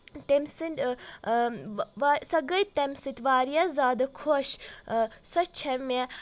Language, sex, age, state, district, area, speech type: Kashmiri, female, 18-30, Jammu and Kashmir, Budgam, rural, spontaneous